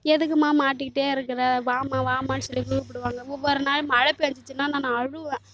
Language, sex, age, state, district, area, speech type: Tamil, female, 18-30, Tamil Nadu, Kallakurichi, rural, spontaneous